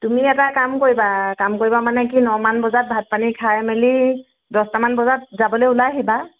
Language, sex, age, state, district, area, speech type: Assamese, female, 30-45, Assam, Golaghat, urban, conversation